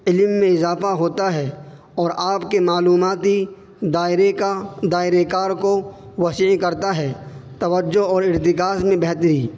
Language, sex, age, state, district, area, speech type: Urdu, male, 18-30, Uttar Pradesh, Saharanpur, urban, spontaneous